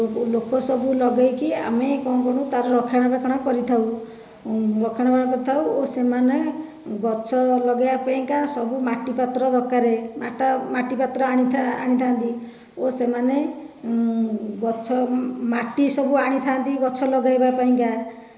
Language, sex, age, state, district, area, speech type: Odia, female, 30-45, Odisha, Khordha, rural, spontaneous